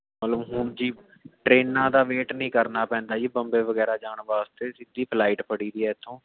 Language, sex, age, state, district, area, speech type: Punjabi, male, 18-30, Punjab, Mohali, urban, conversation